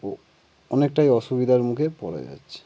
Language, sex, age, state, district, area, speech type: Bengali, male, 18-30, West Bengal, North 24 Parganas, urban, spontaneous